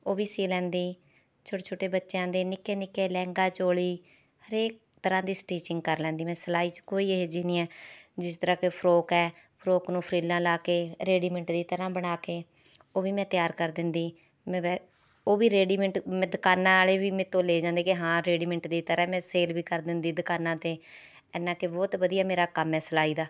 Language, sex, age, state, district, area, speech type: Punjabi, female, 30-45, Punjab, Rupnagar, urban, spontaneous